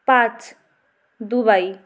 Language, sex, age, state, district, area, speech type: Bengali, female, 30-45, West Bengal, Jalpaiguri, rural, spontaneous